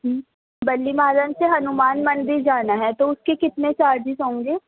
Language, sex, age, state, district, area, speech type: Urdu, female, 18-30, Delhi, Central Delhi, urban, conversation